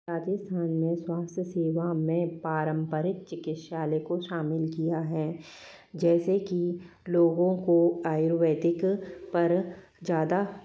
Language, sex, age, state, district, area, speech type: Hindi, female, 30-45, Rajasthan, Jaipur, urban, spontaneous